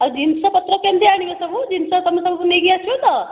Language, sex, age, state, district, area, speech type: Odia, female, 30-45, Odisha, Khordha, rural, conversation